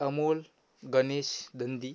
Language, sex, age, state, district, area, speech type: Marathi, male, 18-30, Maharashtra, Amravati, urban, spontaneous